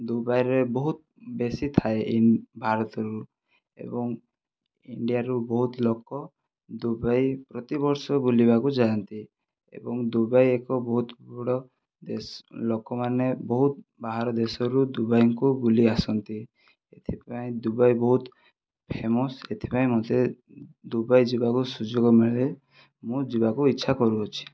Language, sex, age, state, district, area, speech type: Odia, male, 30-45, Odisha, Kandhamal, rural, spontaneous